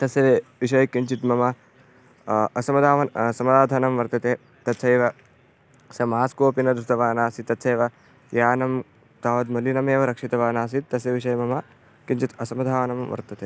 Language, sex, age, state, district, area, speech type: Sanskrit, male, 18-30, Karnataka, Vijayapura, rural, spontaneous